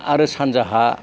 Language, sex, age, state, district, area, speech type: Bodo, male, 60+, Assam, Kokrajhar, rural, spontaneous